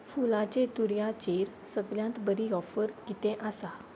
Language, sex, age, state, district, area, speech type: Goan Konkani, female, 18-30, Goa, Salcete, rural, read